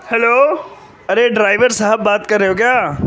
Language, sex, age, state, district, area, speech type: Urdu, male, 18-30, Uttar Pradesh, Gautam Buddha Nagar, urban, spontaneous